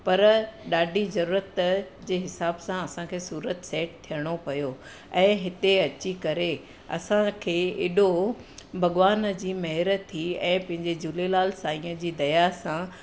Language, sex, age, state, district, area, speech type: Sindhi, female, 30-45, Gujarat, Surat, urban, spontaneous